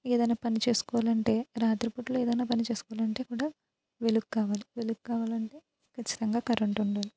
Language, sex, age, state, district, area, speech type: Telugu, female, 30-45, Andhra Pradesh, Eluru, rural, spontaneous